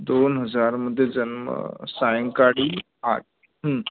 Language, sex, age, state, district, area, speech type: Marathi, male, 18-30, Maharashtra, Nagpur, urban, conversation